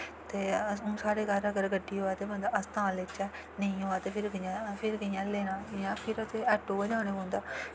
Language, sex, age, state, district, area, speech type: Dogri, female, 18-30, Jammu and Kashmir, Kathua, rural, spontaneous